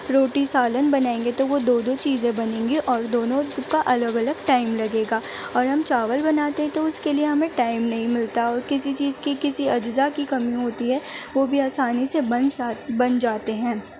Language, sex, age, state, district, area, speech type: Urdu, female, 18-30, Delhi, Central Delhi, urban, spontaneous